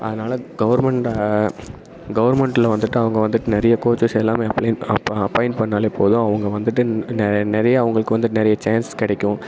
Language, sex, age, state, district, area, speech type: Tamil, male, 18-30, Tamil Nadu, Perambalur, rural, spontaneous